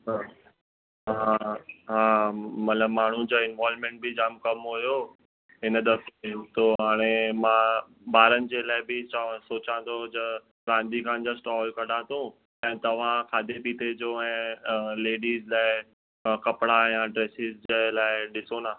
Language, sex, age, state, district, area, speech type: Sindhi, male, 18-30, Maharashtra, Mumbai Suburban, urban, conversation